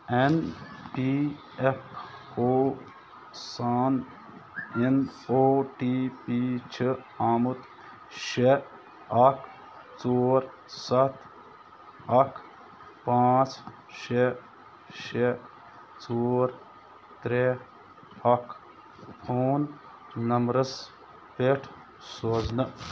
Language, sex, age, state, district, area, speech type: Kashmiri, male, 30-45, Jammu and Kashmir, Bandipora, rural, read